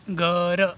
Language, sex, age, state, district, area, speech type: Marathi, male, 18-30, Maharashtra, Thane, urban, read